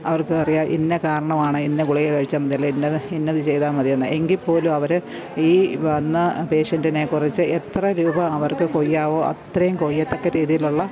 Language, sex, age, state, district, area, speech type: Malayalam, female, 60+, Kerala, Pathanamthitta, rural, spontaneous